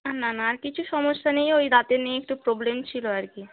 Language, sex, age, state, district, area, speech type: Bengali, female, 18-30, West Bengal, Nadia, rural, conversation